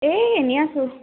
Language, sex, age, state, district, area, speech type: Assamese, female, 18-30, Assam, Jorhat, urban, conversation